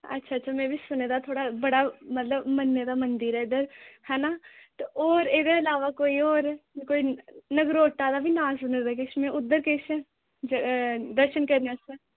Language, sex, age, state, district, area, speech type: Dogri, female, 18-30, Jammu and Kashmir, Jammu, rural, conversation